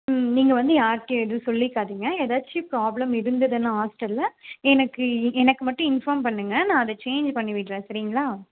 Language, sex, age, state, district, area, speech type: Tamil, female, 30-45, Tamil Nadu, Krishnagiri, rural, conversation